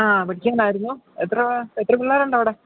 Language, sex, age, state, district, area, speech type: Malayalam, female, 45-60, Kerala, Idukki, rural, conversation